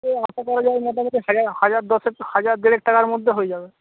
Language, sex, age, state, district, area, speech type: Bengali, male, 60+, West Bengal, Purba Medinipur, rural, conversation